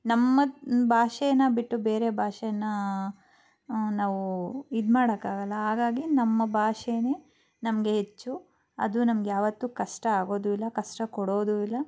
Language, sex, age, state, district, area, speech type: Kannada, female, 18-30, Karnataka, Chikkaballapur, rural, spontaneous